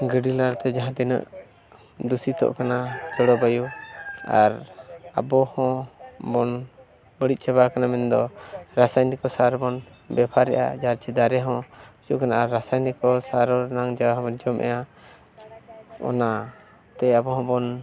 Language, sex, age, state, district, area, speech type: Santali, male, 45-60, Odisha, Mayurbhanj, rural, spontaneous